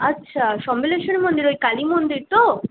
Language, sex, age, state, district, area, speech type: Bengali, female, 18-30, West Bengal, Kolkata, urban, conversation